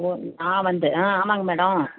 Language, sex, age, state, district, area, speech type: Tamil, female, 60+, Tamil Nadu, Tenkasi, urban, conversation